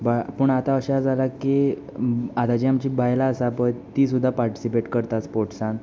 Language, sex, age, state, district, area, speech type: Goan Konkani, male, 18-30, Goa, Tiswadi, rural, spontaneous